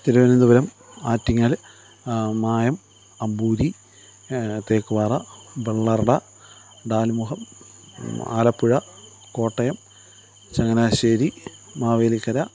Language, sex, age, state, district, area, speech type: Malayalam, male, 45-60, Kerala, Thiruvananthapuram, rural, spontaneous